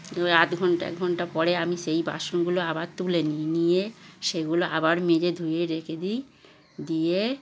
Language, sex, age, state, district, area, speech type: Bengali, female, 60+, West Bengal, Darjeeling, rural, spontaneous